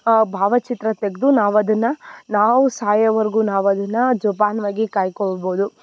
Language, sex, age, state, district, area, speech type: Kannada, female, 18-30, Karnataka, Tumkur, rural, spontaneous